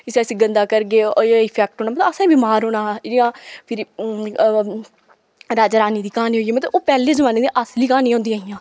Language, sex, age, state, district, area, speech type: Dogri, female, 18-30, Jammu and Kashmir, Kathua, rural, spontaneous